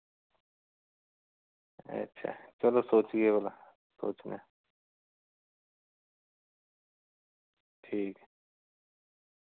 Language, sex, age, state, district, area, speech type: Dogri, male, 30-45, Jammu and Kashmir, Reasi, rural, conversation